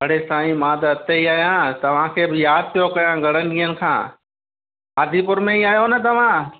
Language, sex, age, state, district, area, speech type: Sindhi, male, 45-60, Gujarat, Kutch, urban, conversation